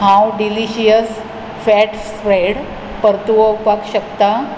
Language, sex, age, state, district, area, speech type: Goan Konkani, female, 45-60, Goa, Bardez, urban, read